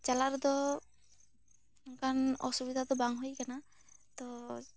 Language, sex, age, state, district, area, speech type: Santali, female, 18-30, West Bengal, Bankura, rural, spontaneous